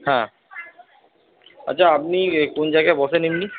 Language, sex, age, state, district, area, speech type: Bengali, male, 60+, West Bengal, Purba Bardhaman, urban, conversation